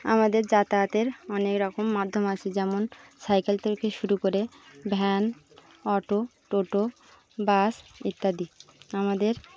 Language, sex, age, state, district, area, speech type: Bengali, female, 30-45, West Bengal, Birbhum, urban, spontaneous